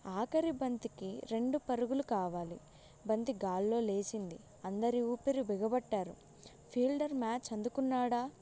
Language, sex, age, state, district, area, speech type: Telugu, female, 18-30, Telangana, Sangareddy, rural, spontaneous